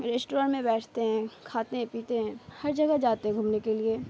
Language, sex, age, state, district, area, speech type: Urdu, female, 18-30, Bihar, Khagaria, rural, spontaneous